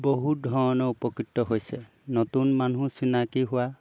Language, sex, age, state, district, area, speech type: Assamese, male, 60+, Assam, Golaghat, urban, spontaneous